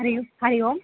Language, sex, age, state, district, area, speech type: Sanskrit, female, 18-30, Tamil Nadu, Dharmapuri, rural, conversation